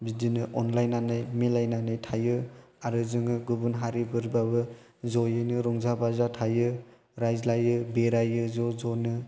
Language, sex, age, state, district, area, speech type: Bodo, male, 18-30, Assam, Chirang, rural, spontaneous